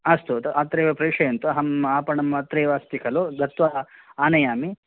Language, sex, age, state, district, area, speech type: Sanskrit, male, 30-45, Karnataka, Dakshina Kannada, rural, conversation